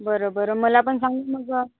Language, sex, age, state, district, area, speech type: Marathi, female, 18-30, Maharashtra, Gondia, rural, conversation